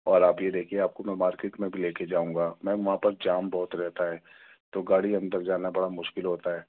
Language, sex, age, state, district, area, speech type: Urdu, male, 30-45, Delhi, Central Delhi, urban, conversation